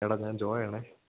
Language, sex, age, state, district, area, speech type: Malayalam, male, 18-30, Kerala, Idukki, rural, conversation